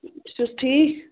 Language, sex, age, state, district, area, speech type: Kashmiri, female, 18-30, Jammu and Kashmir, Budgam, rural, conversation